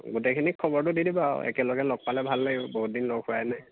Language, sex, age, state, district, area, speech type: Assamese, male, 18-30, Assam, Lakhimpur, urban, conversation